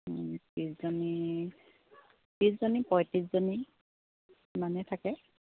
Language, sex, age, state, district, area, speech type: Assamese, female, 30-45, Assam, Sivasagar, rural, conversation